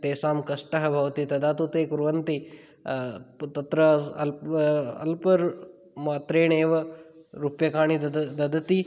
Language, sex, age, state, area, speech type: Sanskrit, male, 18-30, Rajasthan, rural, spontaneous